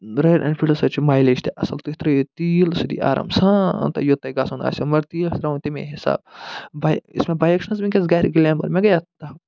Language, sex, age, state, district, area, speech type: Kashmiri, male, 45-60, Jammu and Kashmir, Budgam, urban, spontaneous